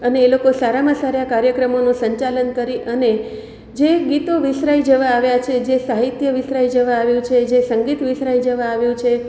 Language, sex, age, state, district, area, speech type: Gujarati, female, 45-60, Gujarat, Surat, rural, spontaneous